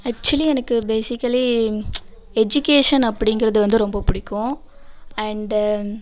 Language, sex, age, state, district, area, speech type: Tamil, female, 18-30, Tamil Nadu, Namakkal, rural, spontaneous